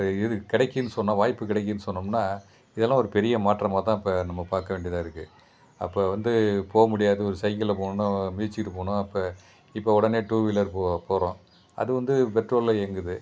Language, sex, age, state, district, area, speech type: Tamil, male, 60+, Tamil Nadu, Thanjavur, rural, spontaneous